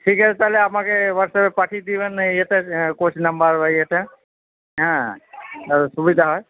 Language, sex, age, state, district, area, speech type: Bengali, male, 30-45, West Bengal, Paschim Bardhaman, urban, conversation